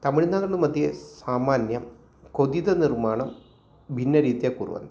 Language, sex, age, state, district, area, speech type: Sanskrit, male, 45-60, Kerala, Thrissur, urban, spontaneous